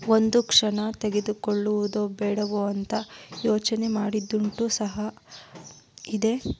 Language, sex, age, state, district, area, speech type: Kannada, female, 30-45, Karnataka, Tumkur, rural, spontaneous